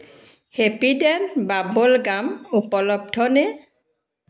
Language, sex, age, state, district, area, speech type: Assamese, female, 60+, Assam, Dibrugarh, urban, read